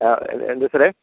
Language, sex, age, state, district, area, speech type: Malayalam, male, 45-60, Kerala, Kollam, rural, conversation